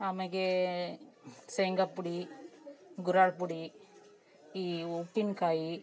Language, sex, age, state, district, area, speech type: Kannada, female, 30-45, Karnataka, Vijayanagara, rural, spontaneous